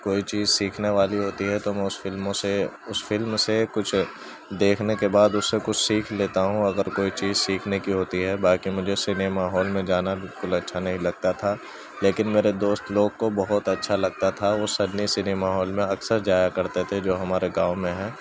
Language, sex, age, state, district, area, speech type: Urdu, male, 18-30, Uttar Pradesh, Gautam Buddha Nagar, rural, spontaneous